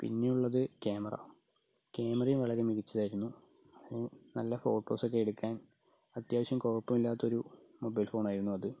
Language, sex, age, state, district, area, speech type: Malayalam, male, 30-45, Kerala, Palakkad, rural, spontaneous